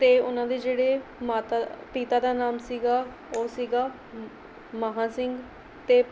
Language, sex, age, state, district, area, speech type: Punjabi, female, 18-30, Punjab, Mohali, rural, spontaneous